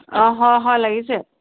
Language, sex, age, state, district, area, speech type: Assamese, female, 45-60, Assam, Jorhat, urban, conversation